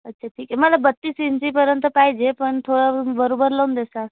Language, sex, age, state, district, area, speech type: Marathi, female, 18-30, Maharashtra, Amravati, urban, conversation